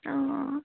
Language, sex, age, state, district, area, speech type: Assamese, female, 18-30, Assam, Charaideo, urban, conversation